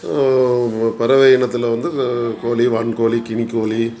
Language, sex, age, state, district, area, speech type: Tamil, male, 60+, Tamil Nadu, Tiruchirappalli, urban, spontaneous